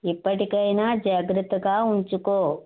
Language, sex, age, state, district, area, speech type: Telugu, female, 60+, Andhra Pradesh, West Godavari, rural, conversation